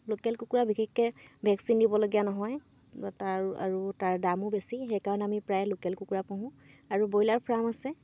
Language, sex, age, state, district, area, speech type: Assamese, female, 18-30, Assam, Sivasagar, rural, spontaneous